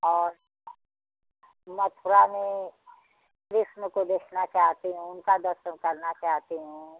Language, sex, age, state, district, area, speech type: Hindi, female, 60+, Uttar Pradesh, Ghazipur, rural, conversation